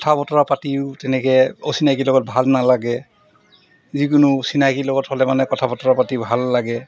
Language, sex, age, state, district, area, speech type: Assamese, male, 45-60, Assam, Golaghat, rural, spontaneous